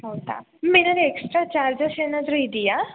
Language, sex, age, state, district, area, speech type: Kannada, female, 18-30, Karnataka, Hassan, urban, conversation